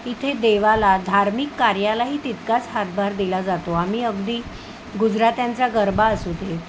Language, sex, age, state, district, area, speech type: Marathi, female, 30-45, Maharashtra, Palghar, urban, spontaneous